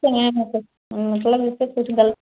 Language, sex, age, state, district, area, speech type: Hindi, female, 60+, Uttar Pradesh, Ayodhya, rural, conversation